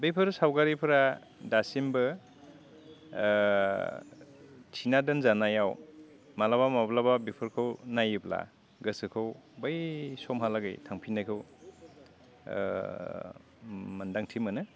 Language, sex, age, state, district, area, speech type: Bodo, male, 45-60, Assam, Udalguri, urban, spontaneous